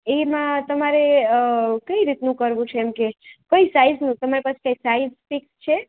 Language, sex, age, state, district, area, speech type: Gujarati, female, 30-45, Gujarat, Rajkot, urban, conversation